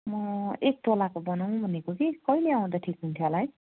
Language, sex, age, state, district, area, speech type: Nepali, female, 30-45, West Bengal, Darjeeling, rural, conversation